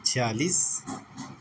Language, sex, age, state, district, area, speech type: Nepali, male, 30-45, West Bengal, Alipurduar, urban, spontaneous